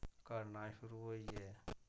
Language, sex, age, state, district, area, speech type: Dogri, male, 45-60, Jammu and Kashmir, Reasi, rural, spontaneous